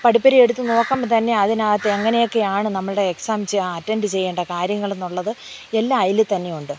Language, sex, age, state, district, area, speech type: Malayalam, female, 45-60, Kerala, Thiruvananthapuram, urban, spontaneous